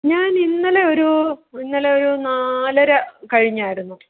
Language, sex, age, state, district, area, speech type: Malayalam, female, 30-45, Kerala, Pathanamthitta, rural, conversation